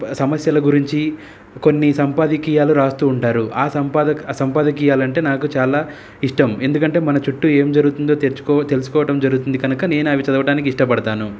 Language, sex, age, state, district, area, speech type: Telugu, male, 30-45, Telangana, Hyderabad, urban, spontaneous